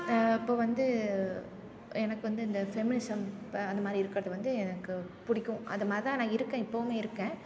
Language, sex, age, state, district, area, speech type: Tamil, female, 18-30, Tamil Nadu, Thanjavur, rural, spontaneous